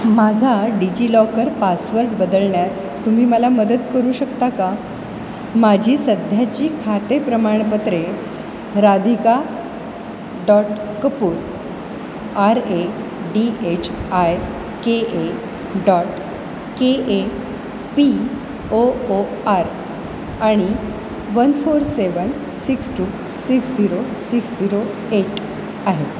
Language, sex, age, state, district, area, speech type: Marathi, female, 45-60, Maharashtra, Mumbai Suburban, urban, read